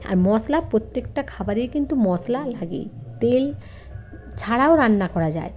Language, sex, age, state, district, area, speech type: Bengali, female, 45-60, West Bengal, Jalpaiguri, rural, spontaneous